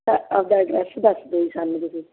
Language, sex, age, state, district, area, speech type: Punjabi, female, 30-45, Punjab, Barnala, rural, conversation